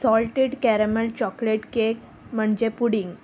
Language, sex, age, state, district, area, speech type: Goan Konkani, female, 18-30, Goa, Salcete, rural, spontaneous